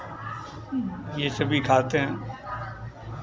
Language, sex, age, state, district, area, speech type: Hindi, male, 45-60, Bihar, Madhepura, rural, spontaneous